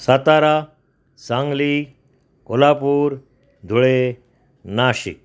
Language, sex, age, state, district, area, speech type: Marathi, male, 60+, Maharashtra, Mumbai Suburban, urban, spontaneous